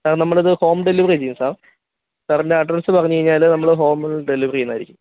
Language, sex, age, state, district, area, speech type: Malayalam, male, 30-45, Kerala, Idukki, rural, conversation